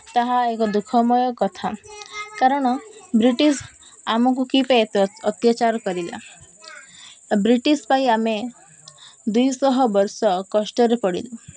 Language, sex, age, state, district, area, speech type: Odia, female, 18-30, Odisha, Koraput, urban, spontaneous